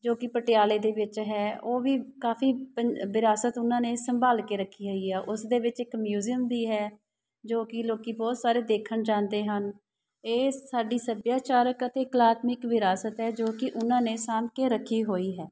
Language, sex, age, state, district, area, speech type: Punjabi, female, 30-45, Punjab, Shaheed Bhagat Singh Nagar, urban, spontaneous